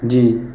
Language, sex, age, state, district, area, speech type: Urdu, male, 30-45, Uttar Pradesh, Muzaffarnagar, urban, spontaneous